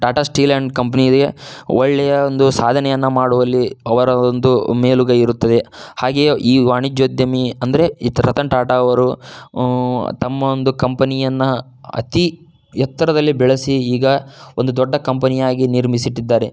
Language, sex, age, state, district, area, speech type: Kannada, male, 30-45, Karnataka, Tumkur, rural, spontaneous